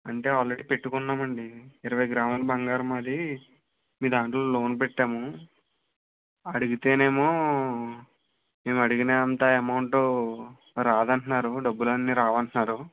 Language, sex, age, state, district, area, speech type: Telugu, male, 60+, Andhra Pradesh, West Godavari, rural, conversation